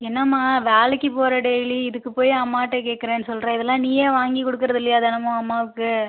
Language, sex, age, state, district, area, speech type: Tamil, female, 18-30, Tamil Nadu, Ariyalur, rural, conversation